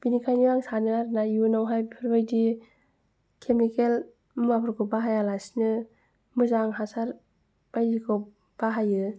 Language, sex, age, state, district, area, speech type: Bodo, female, 18-30, Assam, Kokrajhar, rural, spontaneous